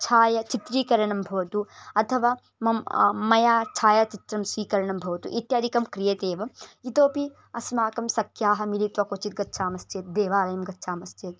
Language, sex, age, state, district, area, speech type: Sanskrit, female, 18-30, Karnataka, Bellary, urban, spontaneous